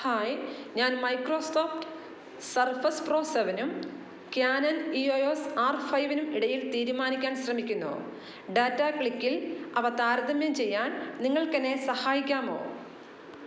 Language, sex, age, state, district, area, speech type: Malayalam, female, 45-60, Kerala, Alappuzha, rural, read